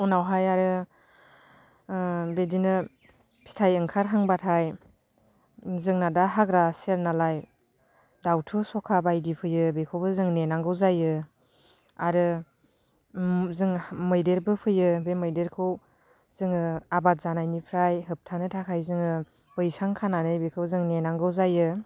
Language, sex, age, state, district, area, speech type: Bodo, female, 30-45, Assam, Baksa, rural, spontaneous